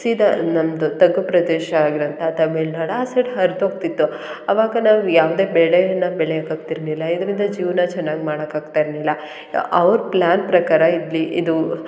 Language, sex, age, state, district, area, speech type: Kannada, female, 30-45, Karnataka, Hassan, urban, spontaneous